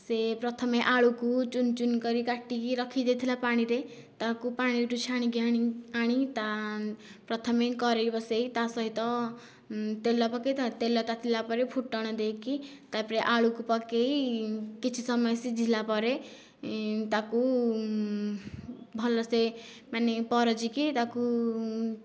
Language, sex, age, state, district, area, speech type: Odia, female, 18-30, Odisha, Nayagarh, rural, spontaneous